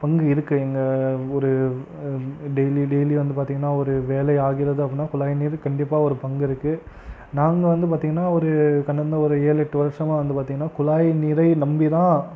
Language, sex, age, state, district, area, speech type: Tamil, male, 18-30, Tamil Nadu, Krishnagiri, rural, spontaneous